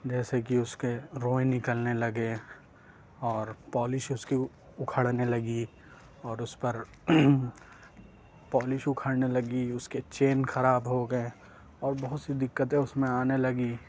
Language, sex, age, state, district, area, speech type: Urdu, male, 18-30, Uttar Pradesh, Lucknow, urban, spontaneous